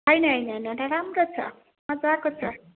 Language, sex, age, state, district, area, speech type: Nepali, female, 45-60, West Bengal, Darjeeling, rural, conversation